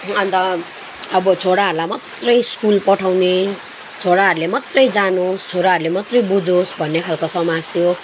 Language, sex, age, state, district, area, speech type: Nepali, female, 30-45, West Bengal, Kalimpong, rural, spontaneous